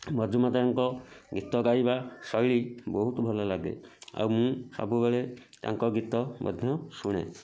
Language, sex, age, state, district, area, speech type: Odia, male, 45-60, Odisha, Kendujhar, urban, spontaneous